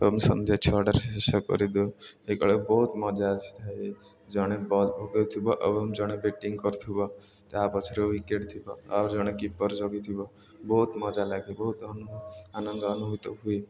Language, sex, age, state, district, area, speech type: Odia, male, 18-30, Odisha, Ganjam, urban, spontaneous